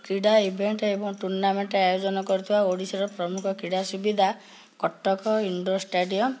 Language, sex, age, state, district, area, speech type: Odia, female, 60+, Odisha, Cuttack, urban, spontaneous